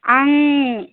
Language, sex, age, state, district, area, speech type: Bodo, female, 18-30, Assam, Chirang, rural, conversation